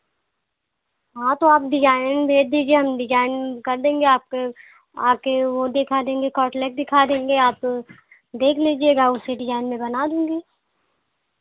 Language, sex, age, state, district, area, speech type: Hindi, female, 18-30, Uttar Pradesh, Pratapgarh, rural, conversation